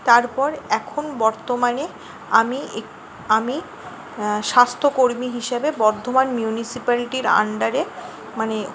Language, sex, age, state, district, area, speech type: Bengali, female, 30-45, West Bengal, Purba Bardhaman, urban, spontaneous